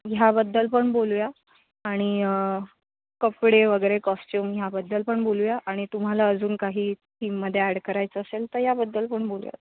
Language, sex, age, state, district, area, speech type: Marathi, female, 18-30, Maharashtra, Nashik, urban, conversation